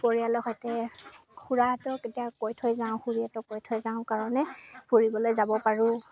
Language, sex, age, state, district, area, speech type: Assamese, female, 30-45, Assam, Golaghat, rural, spontaneous